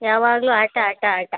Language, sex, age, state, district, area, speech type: Kannada, female, 30-45, Karnataka, Mandya, rural, conversation